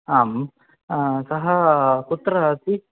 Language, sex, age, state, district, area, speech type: Sanskrit, male, 18-30, Karnataka, Dakshina Kannada, rural, conversation